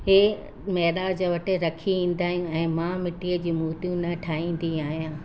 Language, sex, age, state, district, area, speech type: Sindhi, female, 60+, Gujarat, Junagadh, urban, spontaneous